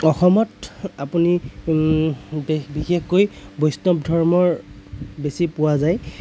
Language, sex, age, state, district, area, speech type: Assamese, male, 30-45, Assam, Kamrup Metropolitan, urban, spontaneous